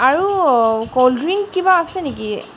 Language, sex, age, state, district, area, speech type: Assamese, female, 18-30, Assam, Golaghat, urban, spontaneous